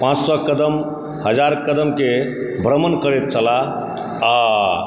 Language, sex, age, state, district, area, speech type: Maithili, male, 45-60, Bihar, Supaul, rural, spontaneous